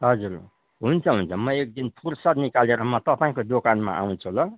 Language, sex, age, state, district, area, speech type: Nepali, male, 60+, West Bengal, Kalimpong, rural, conversation